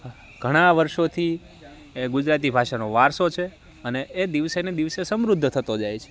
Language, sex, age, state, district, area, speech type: Gujarati, male, 30-45, Gujarat, Rajkot, rural, spontaneous